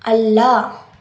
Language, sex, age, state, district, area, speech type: Kannada, female, 18-30, Karnataka, Davanagere, rural, read